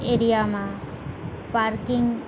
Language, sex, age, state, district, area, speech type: Gujarati, female, 18-30, Gujarat, Ahmedabad, urban, spontaneous